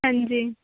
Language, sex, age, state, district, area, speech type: Punjabi, female, 18-30, Punjab, Kapurthala, urban, conversation